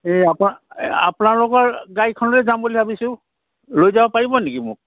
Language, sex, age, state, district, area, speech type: Assamese, male, 60+, Assam, Golaghat, urban, conversation